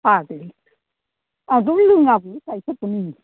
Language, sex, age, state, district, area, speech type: Bodo, female, 60+, Assam, Kokrajhar, rural, conversation